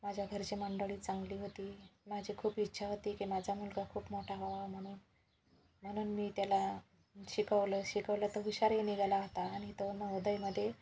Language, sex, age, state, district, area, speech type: Marathi, female, 45-60, Maharashtra, Washim, rural, spontaneous